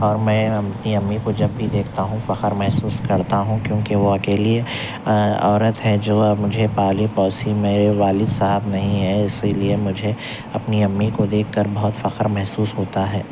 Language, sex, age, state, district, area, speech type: Urdu, male, 45-60, Telangana, Hyderabad, urban, spontaneous